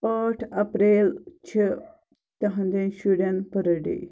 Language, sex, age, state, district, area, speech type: Kashmiri, female, 18-30, Jammu and Kashmir, Pulwama, rural, spontaneous